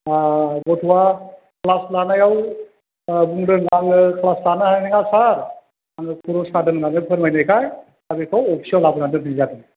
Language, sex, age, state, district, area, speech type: Bodo, male, 45-60, Assam, Chirang, rural, conversation